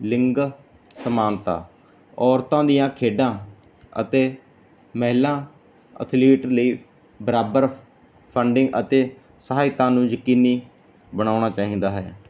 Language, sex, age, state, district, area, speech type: Punjabi, male, 30-45, Punjab, Mansa, rural, spontaneous